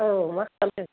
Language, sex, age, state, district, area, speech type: Bodo, female, 18-30, Assam, Kokrajhar, rural, conversation